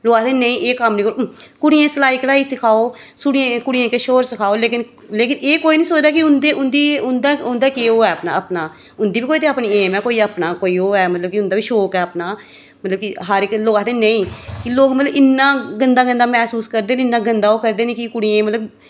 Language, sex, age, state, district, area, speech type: Dogri, female, 30-45, Jammu and Kashmir, Reasi, rural, spontaneous